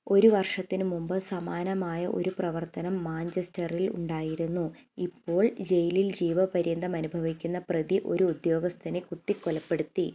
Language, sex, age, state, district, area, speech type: Malayalam, female, 18-30, Kerala, Idukki, rural, read